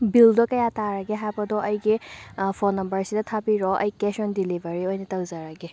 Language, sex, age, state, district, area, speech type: Manipuri, female, 18-30, Manipur, Thoubal, rural, spontaneous